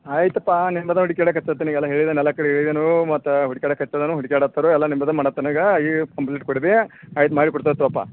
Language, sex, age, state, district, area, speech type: Kannada, male, 30-45, Karnataka, Belgaum, rural, conversation